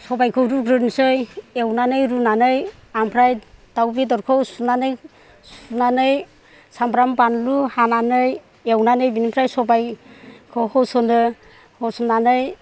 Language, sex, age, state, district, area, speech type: Bodo, female, 60+, Assam, Chirang, rural, spontaneous